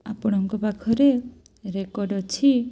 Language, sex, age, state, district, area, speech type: Odia, female, 18-30, Odisha, Sundergarh, urban, spontaneous